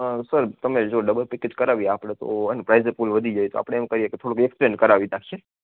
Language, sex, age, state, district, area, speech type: Gujarati, male, 18-30, Gujarat, Junagadh, urban, conversation